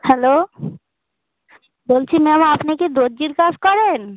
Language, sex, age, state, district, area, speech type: Bengali, female, 30-45, West Bengal, Dakshin Dinajpur, urban, conversation